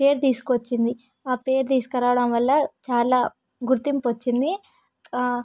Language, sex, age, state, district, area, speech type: Telugu, female, 18-30, Telangana, Hyderabad, rural, spontaneous